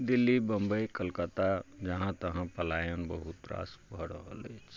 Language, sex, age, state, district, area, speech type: Maithili, male, 45-60, Bihar, Madhubani, rural, spontaneous